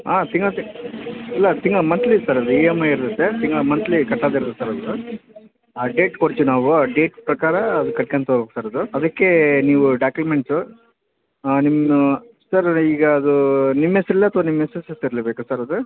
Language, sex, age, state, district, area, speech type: Kannada, male, 30-45, Karnataka, Vijayanagara, rural, conversation